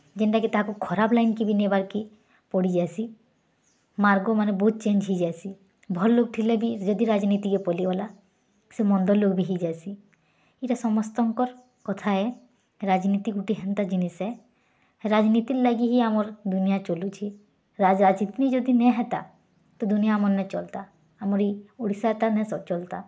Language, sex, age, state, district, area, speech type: Odia, female, 18-30, Odisha, Bargarh, urban, spontaneous